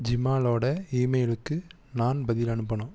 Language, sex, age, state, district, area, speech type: Tamil, male, 18-30, Tamil Nadu, Erode, rural, read